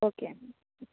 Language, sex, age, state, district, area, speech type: Telugu, female, 18-30, Andhra Pradesh, Annamaya, rural, conversation